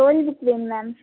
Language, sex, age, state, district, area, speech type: Tamil, female, 18-30, Tamil Nadu, Mayiladuthurai, urban, conversation